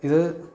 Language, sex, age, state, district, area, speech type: Malayalam, male, 18-30, Kerala, Thiruvananthapuram, rural, spontaneous